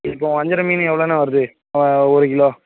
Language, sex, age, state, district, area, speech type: Tamil, male, 18-30, Tamil Nadu, Thoothukudi, rural, conversation